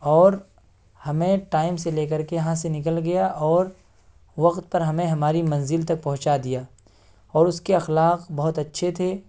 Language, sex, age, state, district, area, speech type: Urdu, male, 18-30, Uttar Pradesh, Ghaziabad, urban, spontaneous